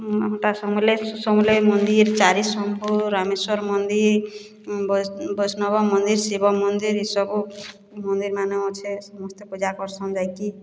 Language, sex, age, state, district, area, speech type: Odia, female, 45-60, Odisha, Boudh, rural, spontaneous